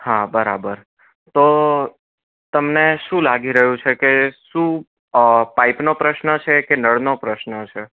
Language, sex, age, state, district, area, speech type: Gujarati, male, 18-30, Gujarat, Anand, urban, conversation